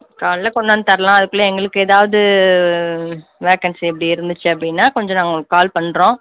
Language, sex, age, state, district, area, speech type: Tamil, female, 30-45, Tamil Nadu, Pudukkottai, rural, conversation